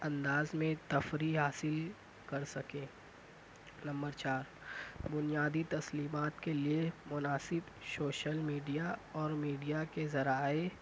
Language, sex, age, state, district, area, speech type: Urdu, male, 18-30, Maharashtra, Nashik, urban, spontaneous